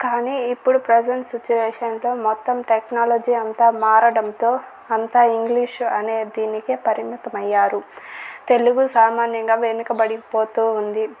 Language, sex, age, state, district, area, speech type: Telugu, female, 18-30, Andhra Pradesh, Chittoor, urban, spontaneous